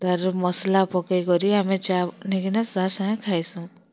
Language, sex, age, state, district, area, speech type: Odia, female, 30-45, Odisha, Kalahandi, rural, spontaneous